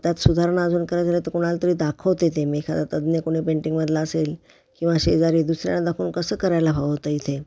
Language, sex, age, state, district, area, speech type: Marathi, female, 60+, Maharashtra, Pune, urban, spontaneous